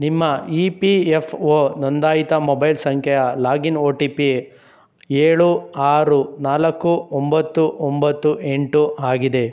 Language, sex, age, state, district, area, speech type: Kannada, male, 18-30, Karnataka, Chikkaballapur, rural, read